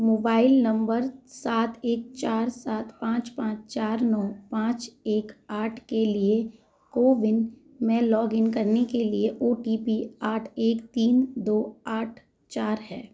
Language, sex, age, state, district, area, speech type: Hindi, female, 30-45, Madhya Pradesh, Gwalior, rural, read